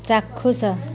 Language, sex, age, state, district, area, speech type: Odia, female, 60+, Odisha, Kendrapara, urban, read